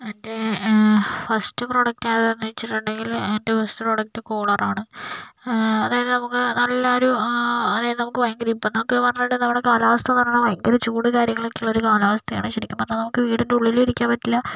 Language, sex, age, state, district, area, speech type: Malayalam, male, 30-45, Kerala, Kozhikode, urban, spontaneous